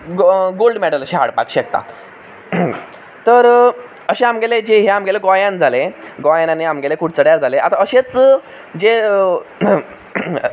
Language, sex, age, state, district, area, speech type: Goan Konkani, male, 18-30, Goa, Quepem, rural, spontaneous